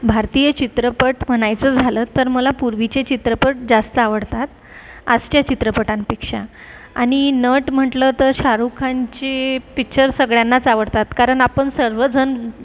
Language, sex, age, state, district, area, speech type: Marathi, female, 30-45, Maharashtra, Buldhana, urban, spontaneous